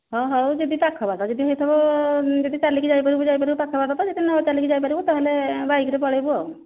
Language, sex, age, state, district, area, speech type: Odia, female, 45-60, Odisha, Nayagarh, rural, conversation